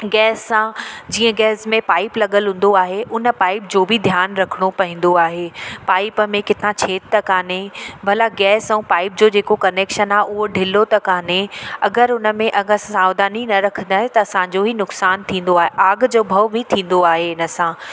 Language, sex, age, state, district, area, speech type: Sindhi, female, 30-45, Madhya Pradesh, Katni, urban, spontaneous